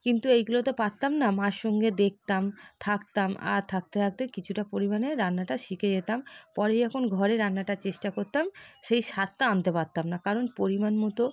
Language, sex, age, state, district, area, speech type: Bengali, female, 30-45, West Bengal, South 24 Parganas, rural, spontaneous